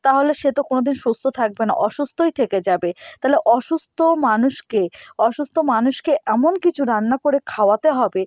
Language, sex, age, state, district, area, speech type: Bengali, female, 18-30, West Bengal, North 24 Parganas, rural, spontaneous